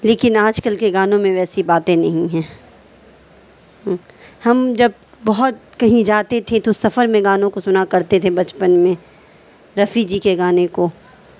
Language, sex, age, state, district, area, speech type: Urdu, female, 18-30, Bihar, Darbhanga, rural, spontaneous